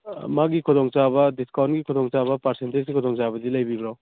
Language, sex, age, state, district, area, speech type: Manipuri, male, 45-60, Manipur, Churachandpur, rural, conversation